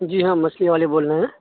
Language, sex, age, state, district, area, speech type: Urdu, male, 30-45, Bihar, Khagaria, rural, conversation